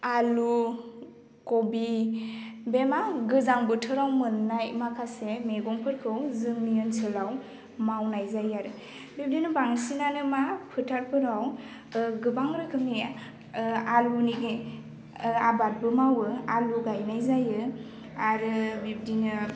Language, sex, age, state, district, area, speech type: Bodo, female, 18-30, Assam, Baksa, rural, spontaneous